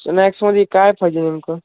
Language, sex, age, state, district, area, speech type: Marathi, male, 30-45, Maharashtra, Nanded, rural, conversation